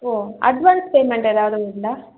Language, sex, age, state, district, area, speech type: Tamil, female, 18-30, Tamil Nadu, Chengalpattu, urban, conversation